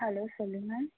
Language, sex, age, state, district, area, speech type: Tamil, female, 18-30, Tamil Nadu, Tiruppur, rural, conversation